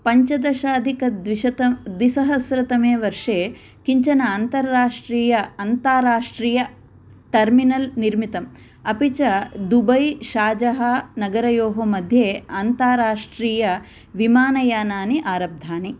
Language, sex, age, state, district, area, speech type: Sanskrit, female, 45-60, Andhra Pradesh, Kurnool, urban, read